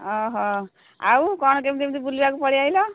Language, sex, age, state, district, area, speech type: Odia, female, 45-60, Odisha, Angul, rural, conversation